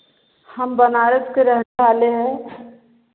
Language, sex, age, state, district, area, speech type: Hindi, female, 60+, Uttar Pradesh, Varanasi, rural, conversation